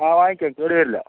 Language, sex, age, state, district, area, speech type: Malayalam, male, 60+, Kerala, Palakkad, urban, conversation